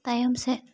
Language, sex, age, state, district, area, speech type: Santali, female, 18-30, West Bengal, Jhargram, rural, read